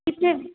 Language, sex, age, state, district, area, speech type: Hindi, female, 45-60, Rajasthan, Jodhpur, urban, conversation